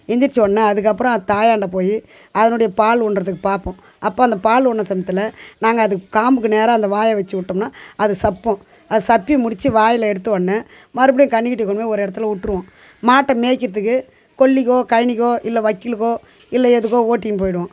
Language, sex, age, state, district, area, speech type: Tamil, female, 60+, Tamil Nadu, Tiruvannamalai, rural, spontaneous